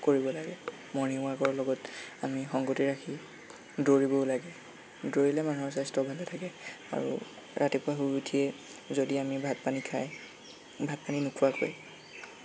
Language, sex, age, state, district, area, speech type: Assamese, male, 18-30, Assam, Lakhimpur, rural, spontaneous